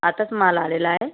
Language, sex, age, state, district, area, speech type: Marathi, female, 30-45, Maharashtra, Yavatmal, rural, conversation